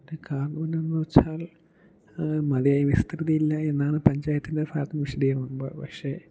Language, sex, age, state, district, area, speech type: Malayalam, male, 18-30, Kerala, Idukki, rural, spontaneous